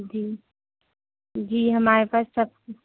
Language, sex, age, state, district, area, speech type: Urdu, female, 18-30, Delhi, North West Delhi, urban, conversation